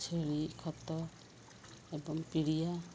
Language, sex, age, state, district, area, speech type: Odia, female, 45-60, Odisha, Ganjam, urban, spontaneous